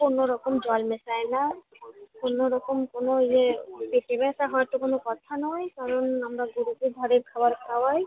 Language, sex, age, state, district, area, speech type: Bengali, female, 45-60, West Bengal, Birbhum, urban, conversation